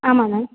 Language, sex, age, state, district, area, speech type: Tamil, female, 18-30, Tamil Nadu, Thanjavur, urban, conversation